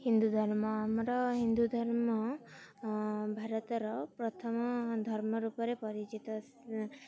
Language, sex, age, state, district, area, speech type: Odia, female, 18-30, Odisha, Jagatsinghpur, rural, spontaneous